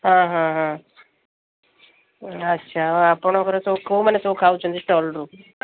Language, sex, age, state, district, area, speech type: Odia, female, 60+, Odisha, Gajapati, rural, conversation